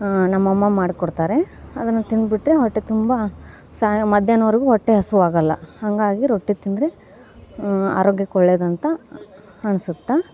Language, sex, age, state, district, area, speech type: Kannada, female, 18-30, Karnataka, Gadag, rural, spontaneous